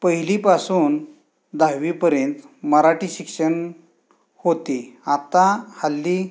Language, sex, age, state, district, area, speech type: Marathi, male, 30-45, Maharashtra, Sangli, urban, spontaneous